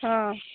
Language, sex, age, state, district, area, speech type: Odia, female, 18-30, Odisha, Nabarangpur, urban, conversation